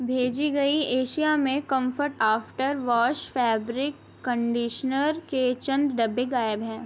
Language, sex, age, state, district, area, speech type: Urdu, female, 18-30, Uttar Pradesh, Gautam Buddha Nagar, urban, read